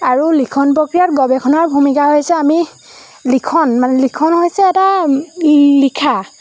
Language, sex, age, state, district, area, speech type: Assamese, female, 18-30, Assam, Lakhimpur, rural, spontaneous